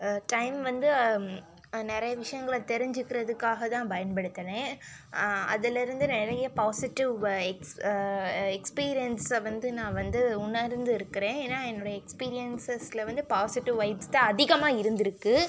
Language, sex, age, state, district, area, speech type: Tamil, female, 18-30, Tamil Nadu, Sivaganga, rural, spontaneous